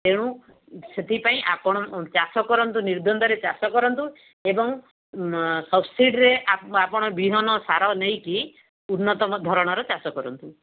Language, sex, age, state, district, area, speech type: Odia, female, 45-60, Odisha, Balasore, rural, conversation